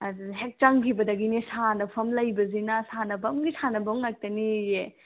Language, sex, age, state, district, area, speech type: Manipuri, female, 18-30, Manipur, Senapati, rural, conversation